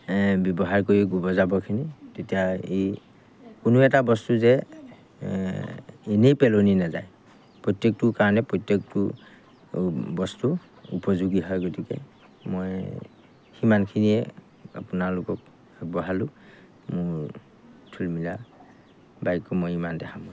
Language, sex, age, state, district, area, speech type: Assamese, male, 45-60, Assam, Golaghat, urban, spontaneous